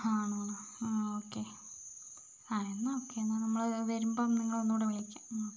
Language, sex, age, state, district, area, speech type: Malayalam, female, 45-60, Kerala, Wayanad, rural, spontaneous